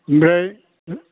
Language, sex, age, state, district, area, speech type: Bodo, male, 60+, Assam, Chirang, rural, conversation